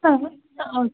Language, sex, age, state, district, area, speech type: Malayalam, female, 18-30, Kerala, Alappuzha, rural, conversation